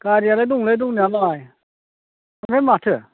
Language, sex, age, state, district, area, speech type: Bodo, male, 45-60, Assam, Chirang, rural, conversation